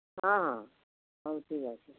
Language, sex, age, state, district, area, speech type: Odia, female, 45-60, Odisha, Bargarh, rural, conversation